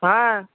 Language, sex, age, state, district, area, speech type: Bengali, male, 60+, West Bengal, Purba Medinipur, rural, conversation